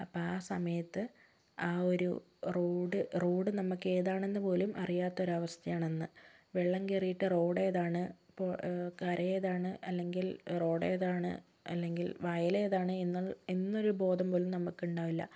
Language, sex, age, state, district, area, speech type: Malayalam, female, 18-30, Kerala, Kozhikode, urban, spontaneous